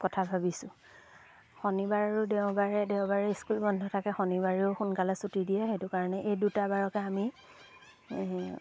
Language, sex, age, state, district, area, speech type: Assamese, female, 30-45, Assam, Lakhimpur, rural, spontaneous